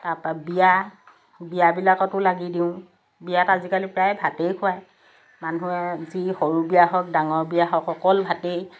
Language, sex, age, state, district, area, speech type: Assamese, female, 60+, Assam, Lakhimpur, urban, spontaneous